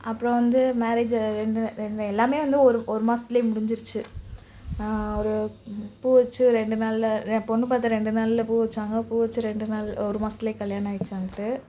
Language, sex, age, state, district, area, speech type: Tamil, female, 18-30, Tamil Nadu, Madurai, urban, spontaneous